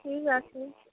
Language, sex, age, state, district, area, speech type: Bengali, female, 45-60, West Bengal, South 24 Parganas, rural, conversation